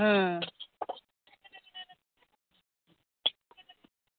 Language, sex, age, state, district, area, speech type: Bengali, female, 30-45, West Bengal, Howrah, urban, conversation